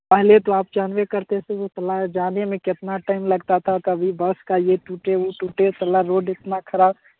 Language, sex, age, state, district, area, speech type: Hindi, male, 30-45, Bihar, Madhepura, rural, conversation